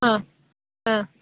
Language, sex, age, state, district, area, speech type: Kannada, female, 18-30, Karnataka, Dakshina Kannada, rural, conversation